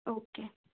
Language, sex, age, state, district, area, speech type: Gujarati, female, 18-30, Gujarat, Kheda, rural, conversation